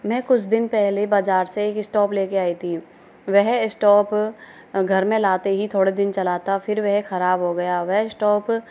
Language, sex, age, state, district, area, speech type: Hindi, female, 30-45, Rajasthan, Karauli, rural, spontaneous